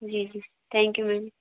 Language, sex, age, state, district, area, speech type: Hindi, female, 60+, Madhya Pradesh, Bhopal, urban, conversation